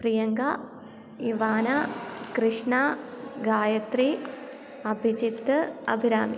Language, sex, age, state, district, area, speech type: Malayalam, female, 18-30, Kerala, Kottayam, rural, spontaneous